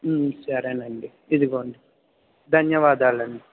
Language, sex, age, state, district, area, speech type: Telugu, male, 18-30, Andhra Pradesh, N T Rama Rao, urban, conversation